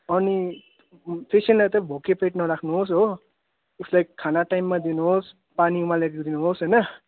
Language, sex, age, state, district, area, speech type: Nepali, male, 18-30, West Bengal, Kalimpong, rural, conversation